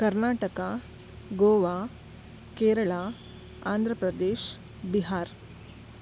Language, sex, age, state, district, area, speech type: Kannada, female, 30-45, Karnataka, Udupi, rural, spontaneous